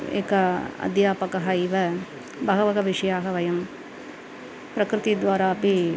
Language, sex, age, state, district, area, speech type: Sanskrit, female, 45-60, Tamil Nadu, Coimbatore, urban, spontaneous